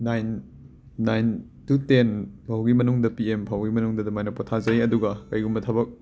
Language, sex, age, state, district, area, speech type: Manipuri, male, 18-30, Manipur, Imphal West, rural, spontaneous